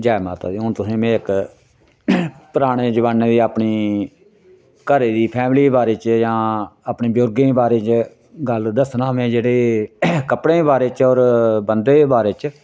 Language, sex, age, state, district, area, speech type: Dogri, male, 60+, Jammu and Kashmir, Reasi, rural, spontaneous